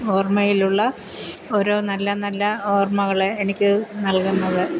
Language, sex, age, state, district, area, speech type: Malayalam, female, 60+, Kerala, Kottayam, rural, spontaneous